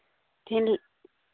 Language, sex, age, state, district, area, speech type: Hindi, female, 45-60, Uttar Pradesh, Pratapgarh, rural, conversation